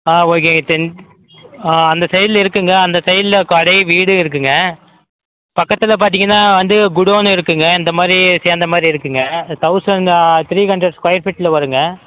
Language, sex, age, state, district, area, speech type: Tamil, male, 45-60, Tamil Nadu, Tenkasi, rural, conversation